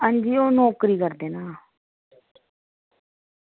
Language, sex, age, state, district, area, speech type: Dogri, female, 30-45, Jammu and Kashmir, Reasi, rural, conversation